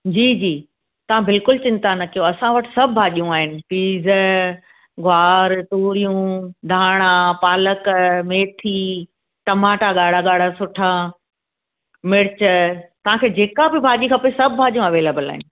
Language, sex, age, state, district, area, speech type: Sindhi, female, 45-60, Gujarat, Surat, urban, conversation